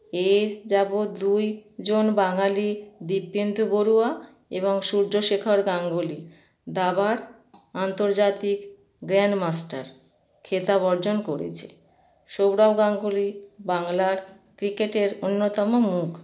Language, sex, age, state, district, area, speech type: Bengali, female, 45-60, West Bengal, Howrah, urban, spontaneous